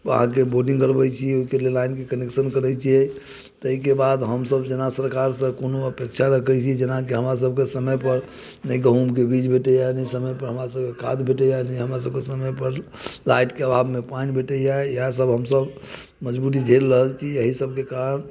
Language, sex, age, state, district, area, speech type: Maithili, male, 45-60, Bihar, Muzaffarpur, rural, spontaneous